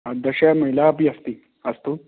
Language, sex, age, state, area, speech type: Sanskrit, male, 18-30, Rajasthan, urban, conversation